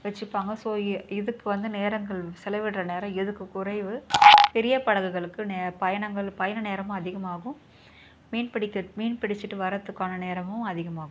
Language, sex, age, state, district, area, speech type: Tamil, female, 30-45, Tamil Nadu, Chennai, urban, spontaneous